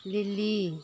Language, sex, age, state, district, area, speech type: Manipuri, female, 30-45, Manipur, Senapati, rural, spontaneous